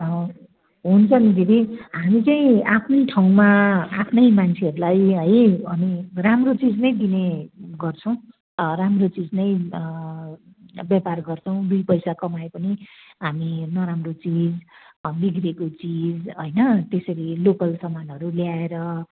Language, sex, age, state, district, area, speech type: Nepali, female, 60+, West Bengal, Kalimpong, rural, conversation